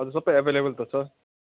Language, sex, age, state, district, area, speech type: Nepali, male, 18-30, West Bengal, Kalimpong, rural, conversation